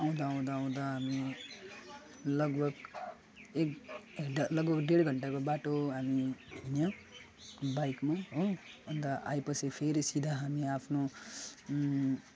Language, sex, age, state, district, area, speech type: Nepali, male, 18-30, West Bengal, Alipurduar, rural, spontaneous